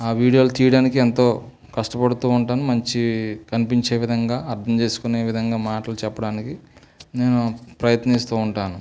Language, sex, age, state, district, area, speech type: Telugu, male, 45-60, Andhra Pradesh, Eluru, rural, spontaneous